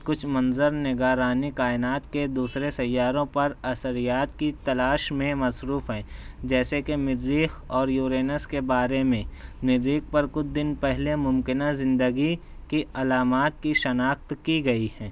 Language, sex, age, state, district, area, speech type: Urdu, male, 18-30, Maharashtra, Nashik, urban, spontaneous